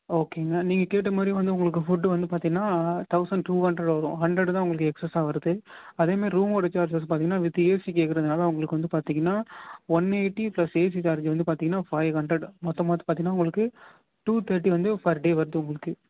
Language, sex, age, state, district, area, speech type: Tamil, female, 18-30, Tamil Nadu, Tiruvarur, rural, conversation